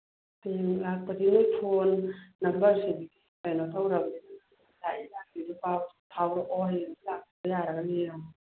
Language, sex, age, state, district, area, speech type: Manipuri, female, 45-60, Manipur, Churachandpur, urban, conversation